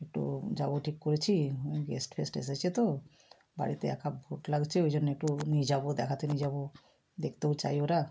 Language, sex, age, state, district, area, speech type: Bengali, female, 60+, West Bengal, Bankura, urban, spontaneous